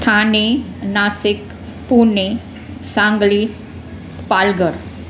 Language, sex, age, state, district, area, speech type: Sindhi, female, 60+, Maharashtra, Mumbai Suburban, urban, spontaneous